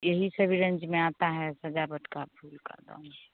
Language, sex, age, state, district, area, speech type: Hindi, female, 45-60, Bihar, Begusarai, rural, conversation